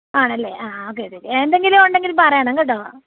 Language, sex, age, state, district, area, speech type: Malayalam, female, 30-45, Kerala, Pathanamthitta, rural, conversation